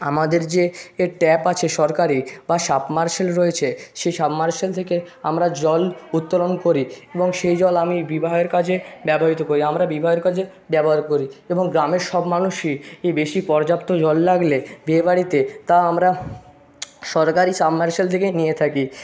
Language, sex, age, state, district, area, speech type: Bengali, male, 45-60, West Bengal, Jhargram, rural, spontaneous